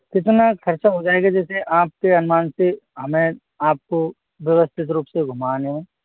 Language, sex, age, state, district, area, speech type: Hindi, male, 45-60, Rajasthan, Karauli, rural, conversation